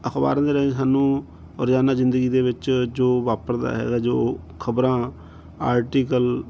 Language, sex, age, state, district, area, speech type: Punjabi, male, 45-60, Punjab, Bathinda, urban, spontaneous